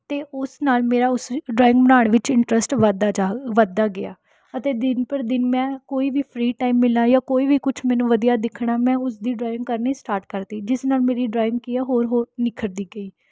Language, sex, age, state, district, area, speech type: Punjabi, female, 18-30, Punjab, Rupnagar, urban, spontaneous